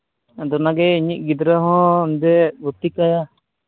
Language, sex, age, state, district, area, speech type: Santali, male, 18-30, Jharkhand, East Singhbhum, rural, conversation